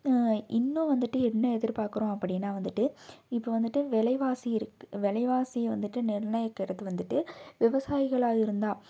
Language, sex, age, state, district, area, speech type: Tamil, female, 18-30, Tamil Nadu, Tiruppur, rural, spontaneous